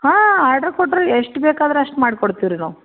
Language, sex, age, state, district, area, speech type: Kannada, female, 45-60, Karnataka, Gulbarga, urban, conversation